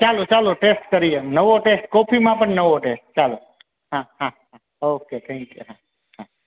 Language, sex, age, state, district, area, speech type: Gujarati, male, 45-60, Gujarat, Junagadh, urban, conversation